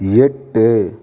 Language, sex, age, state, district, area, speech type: Tamil, male, 60+, Tamil Nadu, Sivaganga, urban, read